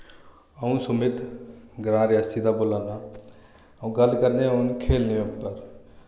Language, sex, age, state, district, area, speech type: Dogri, male, 30-45, Jammu and Kashmir, Reasi, rural, spontaneous